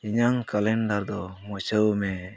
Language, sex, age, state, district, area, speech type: Santali, male, 30-45, Jharkhand, East Singhbhum, rural, read